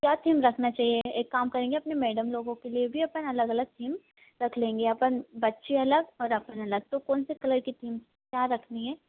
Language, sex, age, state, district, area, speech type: Hindi, female, 18-30, Madhya Pradesh, Harda, urban, conversation